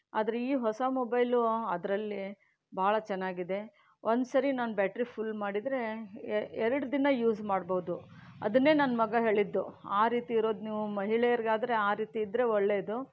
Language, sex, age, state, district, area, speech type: Kannada, female, 60+, Karnataka, Shimoga, rural, spontaneous